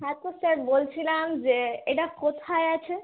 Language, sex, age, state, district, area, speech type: Bengali, female, 18-30, West Bengal, Malda, urban, conversation